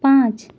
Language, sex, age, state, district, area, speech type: Hindi, female, 18-30, Uttar Pradesh, Mau, rural, read